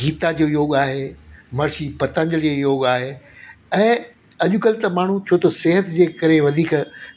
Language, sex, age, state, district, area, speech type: Sindhi, male, 60+, Delhi, South Delhi, urban, spontaneous